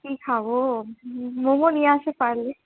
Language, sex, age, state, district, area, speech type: Bengali, female, 60+, West Bengal, Purulia, rural, conversation